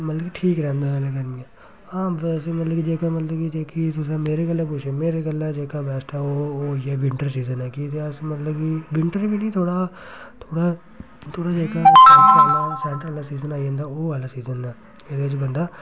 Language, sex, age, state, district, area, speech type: Dogri, male, 30-45, Jammu and Kashmir, Reasi, rural, spontaneous